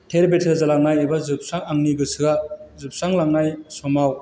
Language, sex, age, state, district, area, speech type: Bodo, male, 30-45, Assam, Chirang, rural, spontaneous